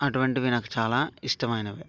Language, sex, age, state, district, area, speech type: Telugu, male, 30-45, Andhra Pradesh, Vizianagaram, rural, spontaneous